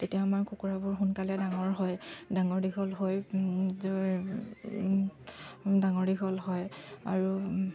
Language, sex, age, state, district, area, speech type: Assamese, female, 30-45, Assam, Charaideo, urban, spontaneous